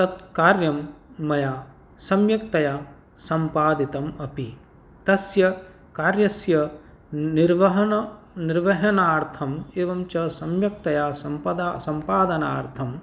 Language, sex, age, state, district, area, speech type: Sanskrit, male, 45-60, Rajasthan, Bharatpur, urban, spontaneous